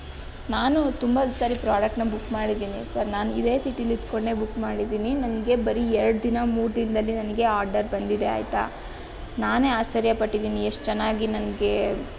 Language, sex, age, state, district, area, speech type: Kannada, female, 18-30, Karnataka, Tumkur, rural, spontaneous